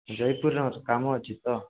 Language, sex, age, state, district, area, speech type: Odia, male, 18-30, Odisha, Koraput, urban, conversation